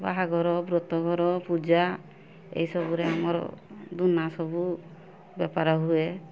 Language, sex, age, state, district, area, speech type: Odia, female, 45-60, Odisha, Mayurbhanj, rural, spontaneous